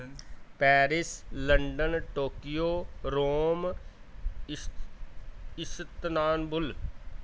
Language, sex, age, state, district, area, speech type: Punjabi, male, 45-60, Punjab, Pathankot, rural, spontaneous